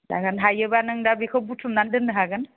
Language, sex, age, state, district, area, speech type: Bodo, female, 30-45, Assam, Kokrajhar, rural, conversation